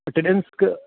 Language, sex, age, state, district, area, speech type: Hindi, male, 18-30, Rajasthan, Jodhpur, urban, conversation